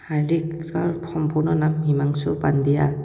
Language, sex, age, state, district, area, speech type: Assamese, male, 18-30, Assam, Morigaon, rural, spontaneous